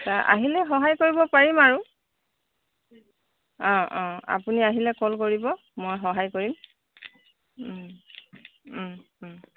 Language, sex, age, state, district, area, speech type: Assamese, female, 60+, Assam, Tinsukia, rural, conversation